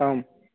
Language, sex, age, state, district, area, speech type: Sanskrit, male, 45-60, Telangana, Karimnagar, urban, conversation